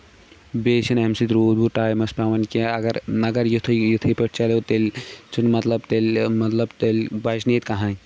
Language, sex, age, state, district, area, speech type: Kashmiri, male, 18-30, Jammu and Kashmir, Shopian, rural, spontaneous